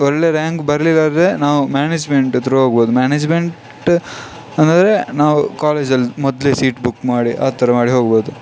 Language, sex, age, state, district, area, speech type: Kannada, male, 18-30, Karnataka, Dakshina Kannada, rural, spontaneous